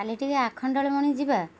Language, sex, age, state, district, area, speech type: Odia, female, 45-60, Odisha, Kendrapara, urban, spontaneous